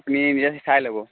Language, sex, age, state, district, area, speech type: Assamese, male, 18-30, Assam, Sivasagar, rural, conversation